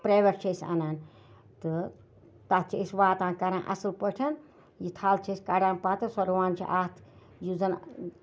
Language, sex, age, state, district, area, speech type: Kashmiri, female, 60+, Jammu and Kashmir, Ganderbal, rural, spontaneous